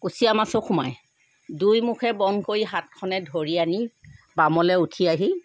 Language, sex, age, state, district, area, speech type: Assamese, female, 60+, Assam, Sivasagar, urban, spontaneous